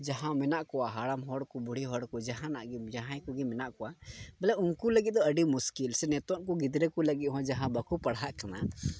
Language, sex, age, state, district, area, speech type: Santali, male, 18-30, Jharkhand, Pakur, rural, spontaneous